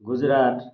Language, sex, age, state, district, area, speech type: Odia, male, 45-60, Odisha, Kendrapara, urban, spontaneous